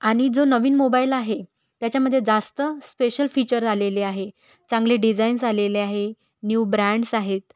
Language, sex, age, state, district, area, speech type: Marathi, female, 18-30, Maharashtra, Wardha, urban, spontaneous